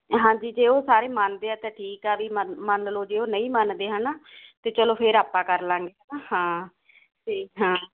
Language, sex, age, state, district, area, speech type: Punjabi, female, 45-60, Punjab, Muktsar, urban, conversation